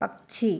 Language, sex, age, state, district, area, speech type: Hindi, female, 18-30, Madhya Pradesh, Ujjain, rural, read